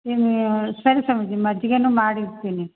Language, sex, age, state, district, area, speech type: Kannada, female, 30-45, Karnataka, Chitradurga, urban, conversation